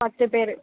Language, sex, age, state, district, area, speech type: Tamil, female, 45-60, Tamil Nadu, Cuddalore, rural, conversation